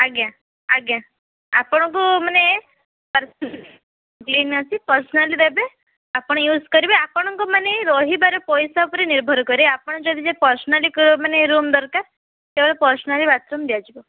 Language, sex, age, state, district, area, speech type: Odia, female, 18-30, Odisha, Balasore, rural, conversation